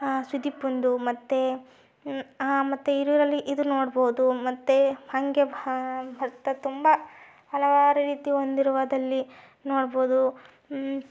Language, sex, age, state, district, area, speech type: Kannada, female, 18-30, Karnataka, Chitradurga, rural, spontaneous